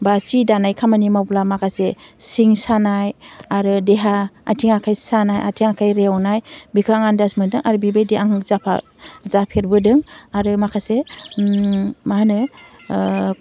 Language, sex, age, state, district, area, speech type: Bodo, female, 45-60, Assam, Udalguri, urban, spontaneous